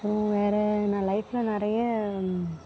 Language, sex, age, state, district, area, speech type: Tamil, female, 30-45, Tamil Nadu, Mayiladuthurai, urban, spontaneous